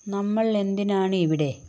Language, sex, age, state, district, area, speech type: Malayalam, female, 45-60, Kerala, Wayanad, rural, read